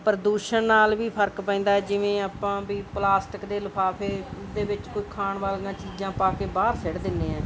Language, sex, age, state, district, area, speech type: Punjabi, female, 45-60, Punjab, Bathinda, urban, spontaneous